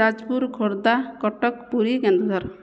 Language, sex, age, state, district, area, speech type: Odia, female, 30-45, Odisha, Jajpur, rural, spontaneous